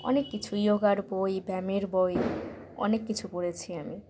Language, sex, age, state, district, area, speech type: Bengali, female, 18-30, West Bengal, Malda, rural, spontaneous